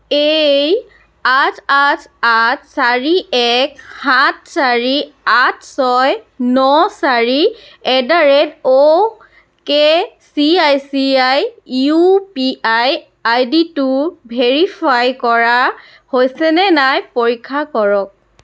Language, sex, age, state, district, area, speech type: Assamese, female, 18-30, Assam, Tinsukia, rural, read